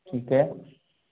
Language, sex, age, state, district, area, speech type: Hindi, male, 30-45, Madhya Pradesh, Gwalior, rural, conversation